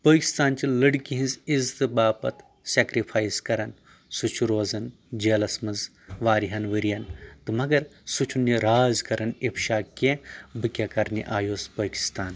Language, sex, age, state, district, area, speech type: Kashmiri, male, 18-30, Jammu and Kashmir, Anantnag, rural, spontaneous